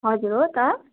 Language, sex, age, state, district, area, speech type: Nepali, female, 45-60, West Bengal, Darjeeling, rural, conversation